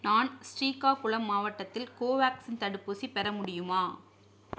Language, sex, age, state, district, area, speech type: Tamil, female, 18-30, Tamil Nadu, Perambalur, rural, read